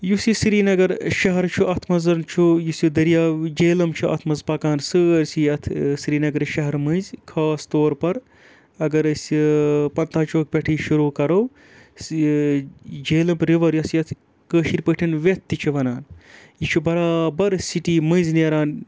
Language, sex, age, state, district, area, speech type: Kashmiri, male, 30-45, Jammu and Kashmir, Srinagar, urban, spontaneous